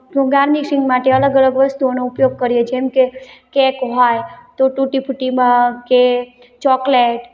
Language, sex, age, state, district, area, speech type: Gujarati, female, 30-45, Gujarat, Morbi, urban, spontaneous